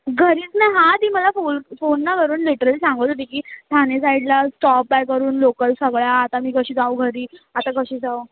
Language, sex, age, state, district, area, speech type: Marathi, female, 18-30, Maharashtra, Mumbai Suburban, urban, conversation